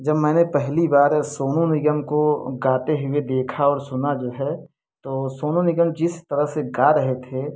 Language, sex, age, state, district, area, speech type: Hindi, male, 30-45, Uttar Pradesh, Prayagraj, urban, spontaneous